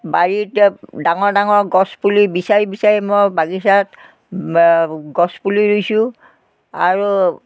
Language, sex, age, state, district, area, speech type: Assamese, female, 60+, Assam, Biswanath, rural, spontaneous